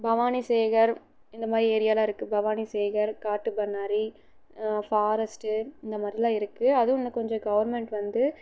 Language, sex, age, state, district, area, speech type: Tamil, female, 18-30, Tamil Nadu, Erode, rural, spontaneous